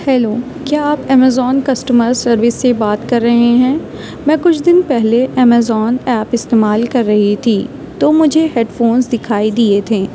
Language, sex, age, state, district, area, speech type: Urdu, female, 18-30, Uttar Pradesh, Aligarh, urban, spontaneous